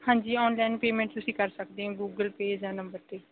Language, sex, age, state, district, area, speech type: Punjabi, female, 18-30, Punjab, Bathinda, rural, conversation